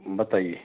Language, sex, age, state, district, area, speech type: Hindi, male, 60+, Madhya Pradesh, Balaghat, rural, conversation